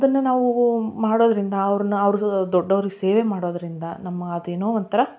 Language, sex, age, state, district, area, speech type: Kannada, female, 30-45, Karnataka, Koppal, rural, spontaneous